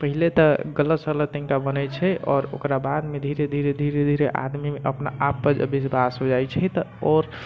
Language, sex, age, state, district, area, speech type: Maithili, male, 30-45, Bihar, Sitamarhi, rural, spontaneous